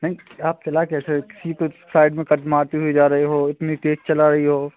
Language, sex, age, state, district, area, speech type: Hindi, male, 18-30, Madhya Pradesh, Seoni, urban, conversation